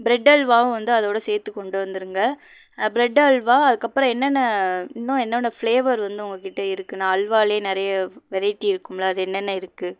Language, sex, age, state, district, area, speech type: Tamil, female, 18-30, Tamil Nadu, Madurai, urban, spontaneous